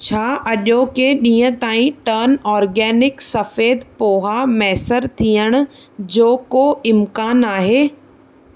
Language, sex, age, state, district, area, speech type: Sindhi, female, 18-30, Maharashtra, Thane, urban, read